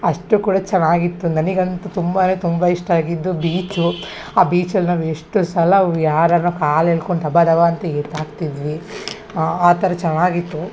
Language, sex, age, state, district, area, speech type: Kannada, female, 30-45, Karnataka, Hassan, urban, spontaneous